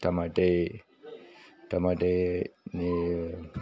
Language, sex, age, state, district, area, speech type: Kannada, male, 30-45, Karnataka, Vijayanagara, rural, spontaneous